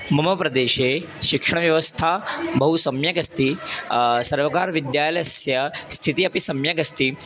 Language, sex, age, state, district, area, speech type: Sanskrit, male, 18-30, Madhya Pradesh, Chhindwara, urban, spontaneous